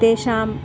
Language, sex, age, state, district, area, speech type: Sanskrit, female, 30-45, Maharashtra, Nagpur, urban, spontaneous